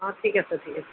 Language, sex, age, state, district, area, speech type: Assamese, female, 60+, Assam, Golaghat, urban, conversation